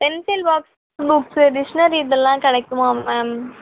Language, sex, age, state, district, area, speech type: Tamil, female, 18-30, Tamil Nadu, Chennai, urban, conversation